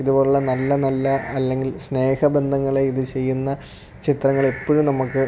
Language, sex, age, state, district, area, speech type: Malayalam, male, 18-30, Kerala, Alappuzha, rural, spontaneous